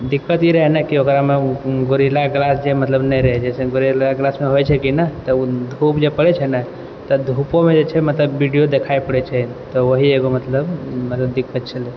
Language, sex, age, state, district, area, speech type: Maithili, male, 18-30, Bihar, Purnia, urban, spontaneous